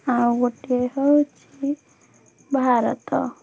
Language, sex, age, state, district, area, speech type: Odia, female, 18-30, Odisha, Bhadrak, rural, spontaneous